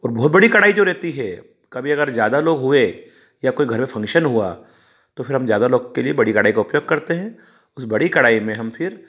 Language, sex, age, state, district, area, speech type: Hindi, male, 45-60, Madhya Pradesh, Ujjain, rural, spontaneous